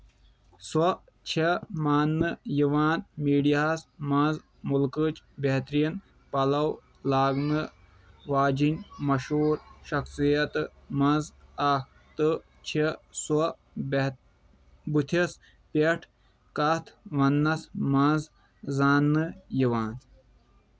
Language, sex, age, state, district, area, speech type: Kashmiri, male, 30-45, Jammu and Kashmir, Kulgam, rural, read